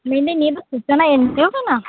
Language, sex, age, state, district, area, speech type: Santali, female, 30-45, West Bengal, Birbhum, rural, conversation